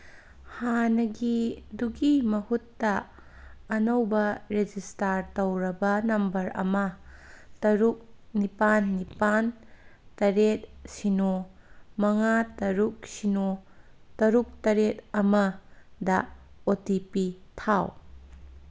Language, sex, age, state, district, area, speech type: Manipuri, female, 30-45, Manipur, Kangpokpi, urban, read